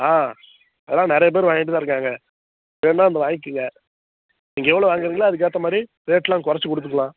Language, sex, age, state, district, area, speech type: Tamil, male, 18-30, Tamil Nadu, Kallakurichi, urban, conversation